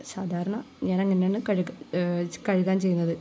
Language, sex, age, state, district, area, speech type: Malayalam, female, 18-30, Kerala, Kannur, rural, spontaneous